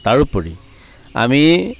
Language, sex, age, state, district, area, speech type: Assamese, male, 45-60, Assam, Charaideo, rural, spontaneous